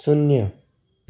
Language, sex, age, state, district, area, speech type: Gujarati, male, 30-45, Gujarat, Anand, urban, read